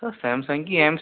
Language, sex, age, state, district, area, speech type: Urdu, male, 18-30, Uttar Pradesh, Balrampur, rural, conversation